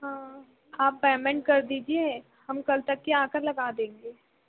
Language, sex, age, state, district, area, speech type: Hindi, female, 18-30, Madhya Pradesh, Chhindwara, urban, conversation